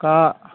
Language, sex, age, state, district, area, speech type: Bodo, male, 45-60, Assam, Chirang, rural, conversation